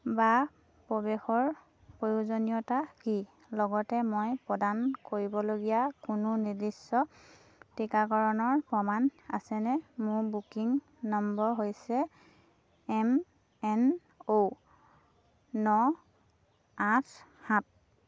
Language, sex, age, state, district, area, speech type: Assamese, female, 18-30, Assam, Sivasagar, rural, read